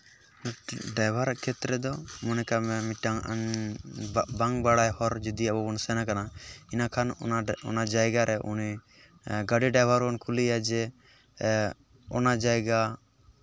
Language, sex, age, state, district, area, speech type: Santali, male, 18-30, West Bengal, Purulia, rural, spontaneous